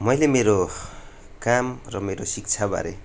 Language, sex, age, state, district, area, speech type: Nepali, male, 18-30, West Bengal, Darjeeling, rural, spontaneous